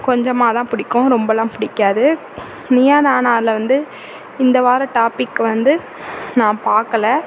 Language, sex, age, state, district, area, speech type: Tamil, female, 30-45, Tamil Nadu, Thanjavur, urban, spontaneous